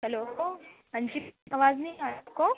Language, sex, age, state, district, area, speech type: Urdu, female, 45-60, Uttar Pradesh, Gautam Buddha Nagar, urban, conversation